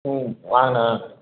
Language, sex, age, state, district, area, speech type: Tamil, male, 18-30, Tamil Nadu, Erode, rural, conversation